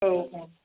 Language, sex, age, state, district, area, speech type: Bodo, female, 45-60, Assam, Kokrajhar, rural, conversation